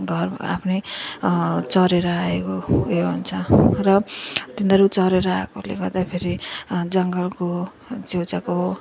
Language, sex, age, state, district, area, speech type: Nepali, female, 30-45, West Bengal, Jalpaiguri, rural, spontaneous